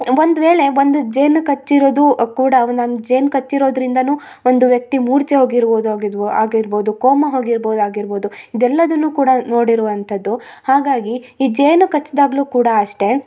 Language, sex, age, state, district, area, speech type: Kannada, female, 18-30, Karnataka, Chikkamagaluru, rural, spontaneous